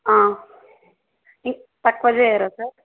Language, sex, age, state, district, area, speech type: Telugu, female, 18-30, Telangana, Yadadri Bhuvanagiri, urban, conversation